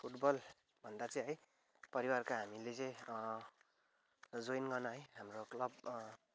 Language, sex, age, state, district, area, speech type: Nepali, male, 18-30, West Bengal, Kalimpong, rural, spontaneous